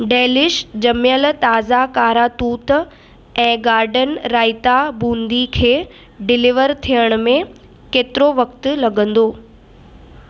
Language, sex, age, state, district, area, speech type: Sindhi, female, 18-30, Maharashtra, Mumbai Suburban, urban, read